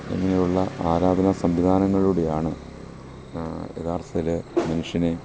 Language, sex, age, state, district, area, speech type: Malayalam, male, 45-60, Kerala, Kollam, rural, spontaneous